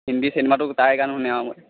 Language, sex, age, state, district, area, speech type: Assamese, male, 18-30, Assam, Sivasagar, rural, conversation